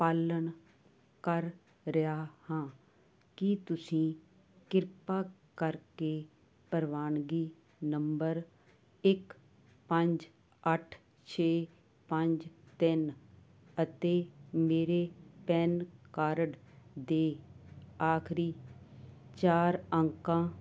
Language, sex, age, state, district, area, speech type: Punjabi, female, 60+, Punjab, Muktsar, urban, read